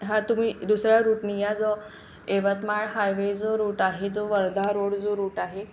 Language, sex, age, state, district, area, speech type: Marathi, female, 45-60, Maharashtra, Yavatmal, urban, spontaneous